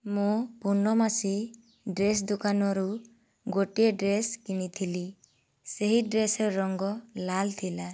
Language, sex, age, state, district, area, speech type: Odia, female, 18-30, Odisha, Boudh, rural, spontaneous